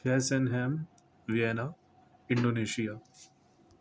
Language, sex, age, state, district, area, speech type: Urdu, male, 18-30, Delhi, North East Delhi, urban, spontaneous